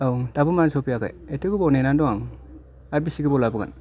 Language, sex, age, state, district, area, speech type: Bodo, male, 30-45, Assam, Kokrajhar, rural, spontaneous